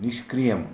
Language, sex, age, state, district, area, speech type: Sanskrit, male, 60+, Karnataka, Vijayapura, urban, read